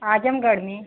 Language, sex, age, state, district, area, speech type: Hindi, female, 30-45, Uttar Pradesh, Azamgarh, rural, conversation